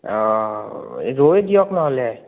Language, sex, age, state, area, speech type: Assamese, male, 18-30, Assam, rural, conversation